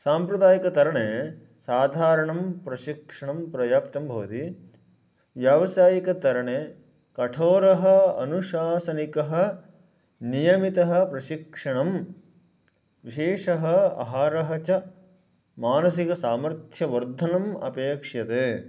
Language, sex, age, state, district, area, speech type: Sanskrit, male, 30-45, Karnataka, Dharwad, urban, spontaneous